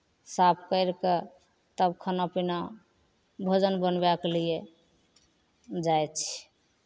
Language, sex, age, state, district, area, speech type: Maithili, female, 45-60, Bihar, Begusarai, rural, spontaneous